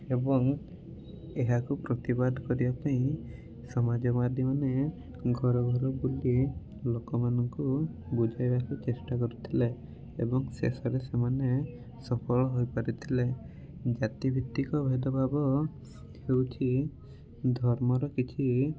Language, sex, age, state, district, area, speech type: Odia, male, 18-30, Odisha, Mayurbhanj, rural, spontaneous